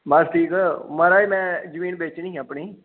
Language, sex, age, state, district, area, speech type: Dogri, male, 18-30, Jammu and Kashmir, Kathua, rural, conversation